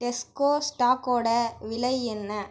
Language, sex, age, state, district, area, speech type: Tamil, male, 18-30, Tamil Nadu, Cuddalore, rural, read